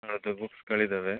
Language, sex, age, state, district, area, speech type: Kannada, male, 60+, Karnataka, Bangalore Rural, rural, conversation